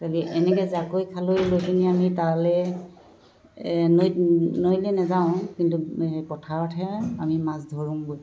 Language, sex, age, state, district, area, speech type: Assamese, female, 60+, Assam, Dibrugarh, urban, spontaneous